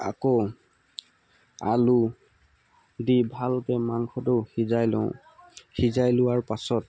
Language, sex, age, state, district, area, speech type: Assamese, male, 18-30, Assam, Tinsukia, rural, spontaneous